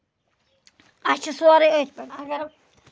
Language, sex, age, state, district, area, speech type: Kashmiri, female, 45-60, Jammu and Kashmir, Ganderbal, rural, spontaneous